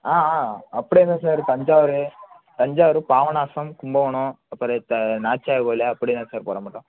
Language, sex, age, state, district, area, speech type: Tamil, male, 18-30, Tamil Nadu, Thanjavur, rural, conversation